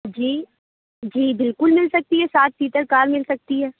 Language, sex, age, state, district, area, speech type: Urdu, female, 30-45, Uttar Pradesh, Aligarh, urban, conversation